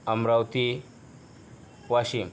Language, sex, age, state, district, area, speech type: Marathi, male, 30-45, Maharashtra, Yavatmal, rural, spontaneous